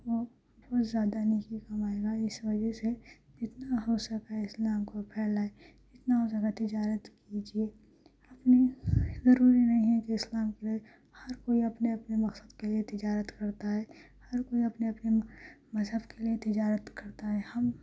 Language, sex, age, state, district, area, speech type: Urdu, female, 18-30, Telangana, Hyderabad, urban, spontaneous